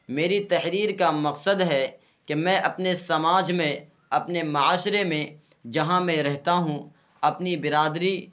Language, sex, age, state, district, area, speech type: Urdu, male, 18-30, Bihar, Purnia, rural, spontaneous